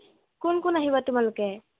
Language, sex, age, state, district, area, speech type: Assamese, female, 18-30, Assam, Kamrup Metropolitan, urban, conversation